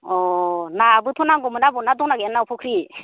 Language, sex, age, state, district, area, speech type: Bodo, female, 45-60, Assam, Baksa, rural, conversation